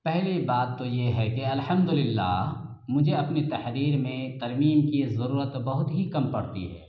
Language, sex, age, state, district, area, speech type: Urdu, male, 45-60, Bihar, Araria, rural, spontaneous